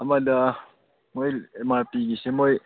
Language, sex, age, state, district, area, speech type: Manipuri, male, 18-30, Manipur, Churachandpur, rural, conversation